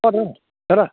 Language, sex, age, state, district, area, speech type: Assamese, male, 18-30, Assam, Charaideo, rural, conversation